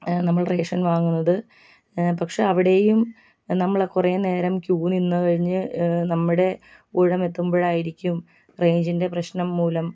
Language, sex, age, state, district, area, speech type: Malayalam, female, 30-45, Kerala, Alappuzha, rural, spontaneous